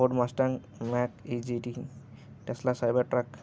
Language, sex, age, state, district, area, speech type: Telugu, male, 18-30, Andhra Pradesh, N T Rama Rao, urban, spontaneous